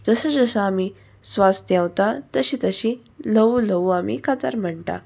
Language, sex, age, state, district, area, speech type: Goan Konkani, female, 18-30, Goa, Salcete, urban, spontaneous